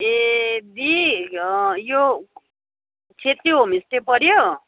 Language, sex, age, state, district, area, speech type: Nepali, female, 30-45, West Bengal, Kalimpong, rural, conversation